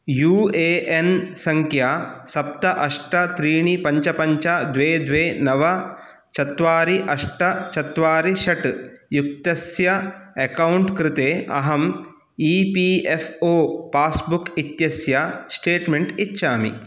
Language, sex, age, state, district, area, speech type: Sanskrit, male, 30-45, Karnataka, Udupi, urban, read